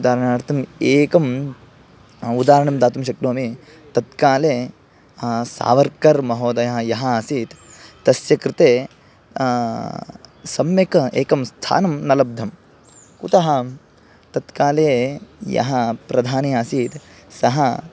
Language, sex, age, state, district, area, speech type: Sanskrit, male, 18-30, Karnataka, Bangalore Rural, rural, spontaneous